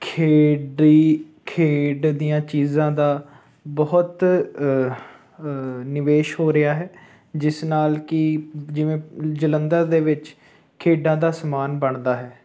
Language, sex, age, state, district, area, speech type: Punjabi, male, 18-30, Punjab, Ludhiana, urban, spontaneous